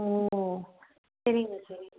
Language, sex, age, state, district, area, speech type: Tamil, female, 18-30, Tamil Nadu, Salem, urban, conversation